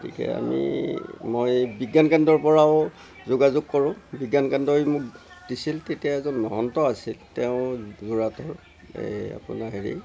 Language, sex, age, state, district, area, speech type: Assamese, male, 60+, Assam, Darrang, rural, spontaneous